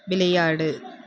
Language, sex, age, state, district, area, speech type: Tamil, female, 45-60, Tamil Nadu, Krishnagiri, rural, read